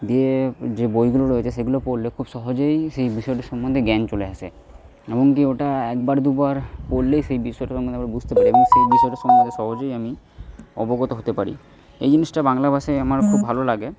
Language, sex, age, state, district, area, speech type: Bengali, male, 18-30, West Bengal, Purba Bardhaman, rural, spontaneous